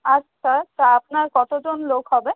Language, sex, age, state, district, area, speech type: Bengali, female, 18-30, West Bengal, South 24 Parganas, urban, conversation